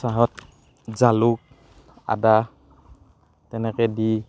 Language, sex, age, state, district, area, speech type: Assamese, male, 30-45, Assam, Barpeta, rural, spontaneous